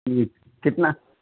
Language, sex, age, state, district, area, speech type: Urdu, male, 18-30, Bihar, Purnia, rural, conversation